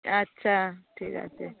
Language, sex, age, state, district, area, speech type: Bengali, male, 60+, West Bengal, Darjeeling, rural, conversation